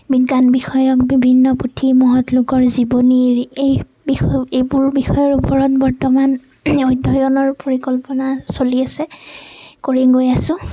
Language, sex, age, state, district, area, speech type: Assamese, female, 30-45, Assam, Nagaon, rural, spontaneous